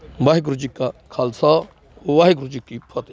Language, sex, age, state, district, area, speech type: Punjabi, male, 60+, Punjab, Rupnagar, rural, spontaneous